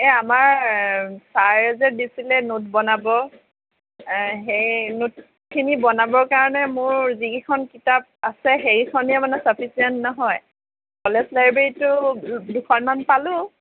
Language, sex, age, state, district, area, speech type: Assamese, female, 30-45, Assam, Lakhimpur, rural, conversation